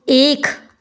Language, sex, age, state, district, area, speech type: Hindi, female, 30-45, Madhya Pradesh, Betul, urban, read